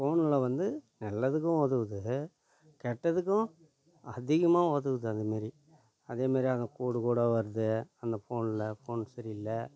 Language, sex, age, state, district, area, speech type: Tamil, male, 45-60, Tamil Nadu, Tiruvannamalai, rural, spontaneous